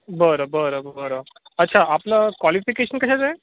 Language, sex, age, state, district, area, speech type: Marathi, male, 45-60, Maharashtra, Nagpur, urban, conversation